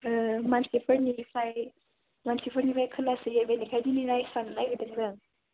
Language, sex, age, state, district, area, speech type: Bodo, female, 18-30, Assam, Udalguri, rural, conversation